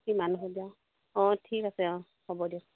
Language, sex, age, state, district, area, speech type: Assamese, female, 30-45, Assam, Jorhat, urban, conversation